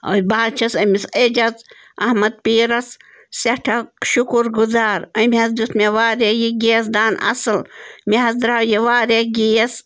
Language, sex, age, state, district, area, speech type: Kashmiri, female, 30-45, Jammu and Kashmir, Bandipora, rural, spontaneous